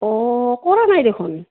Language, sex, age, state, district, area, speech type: Assamese, female, 60+, Assam, Goalpara, urban, conversation